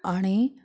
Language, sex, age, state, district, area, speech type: Goan Konkani, female, 30-45, Goa, Canacona, rural, spontaneous